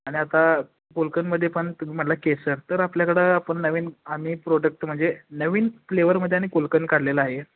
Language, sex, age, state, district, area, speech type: Marathi, male, 18-30, Maharashtra, Kolhapur, urban, conversation